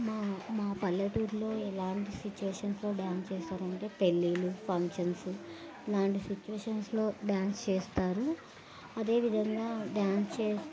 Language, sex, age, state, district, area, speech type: Telugu, female, 30-45, Andhra Pradesh, Kurnool, rural, spontaneous